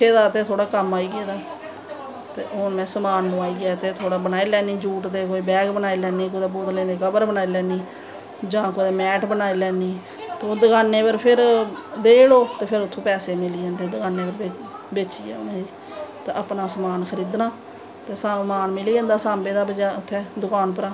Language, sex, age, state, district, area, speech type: Dogri, female, 30-45, Jammu and Kashmir, Samba, rural, spontaneous